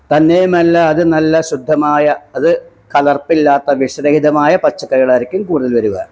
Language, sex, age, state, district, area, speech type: Malayalam, male, 60+, Kerala, Malappuram, rural, spontaneous